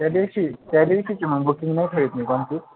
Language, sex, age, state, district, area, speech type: Marathi, male, 18-30, Maharashtra, Ahmednagar, rural, conversation